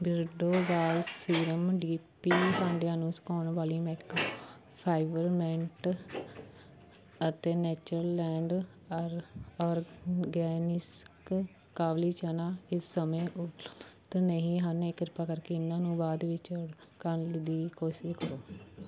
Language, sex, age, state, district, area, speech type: Punjabi, female, 18-30, Punjab, Fatehgarh Sahib, rural, read